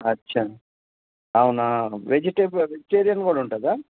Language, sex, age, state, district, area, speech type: Telugu, male, 60+, Telangana, Hyderabad, rural, conversation